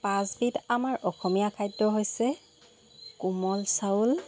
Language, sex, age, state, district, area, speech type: Assamese, female, 30-45, Assam, Golaghat, rural, spontaneous